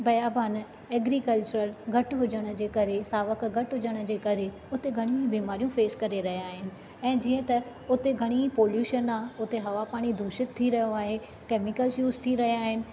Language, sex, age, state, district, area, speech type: Sindhi, female, 30-45, Maharashtra, Thane, urban, spontaneous